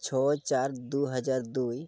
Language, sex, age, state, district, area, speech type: Santali, male, 18-30, Jharkhand, Pakur, rural, spontaneous